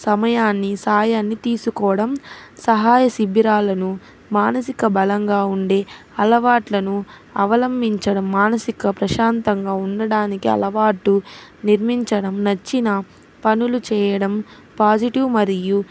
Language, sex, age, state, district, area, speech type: Telugu, female, 18-30, Andhra Pradesh, Nellore, rural, spontaneous